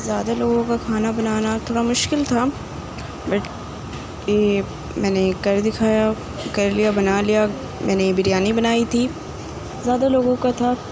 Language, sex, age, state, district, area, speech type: Urdu, female, 18-30, Uttar Pradesh, Mau, urban, spontaneous